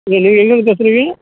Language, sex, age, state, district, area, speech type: Tamil, male, 60+, Tamil Nadu, Salem, urban, conversation